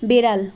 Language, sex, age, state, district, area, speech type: Bengali, female, 18-30, West Bengal, Malda, rural, read